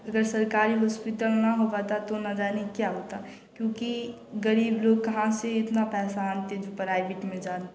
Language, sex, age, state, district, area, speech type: Hindi, female, 18-30, Bihar, Samastipur, rural, spontaneous